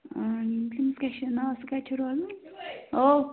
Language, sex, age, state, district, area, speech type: Kashmiri, female, 18-30, Jammu and Kashmir, Bandipora, rural, conversation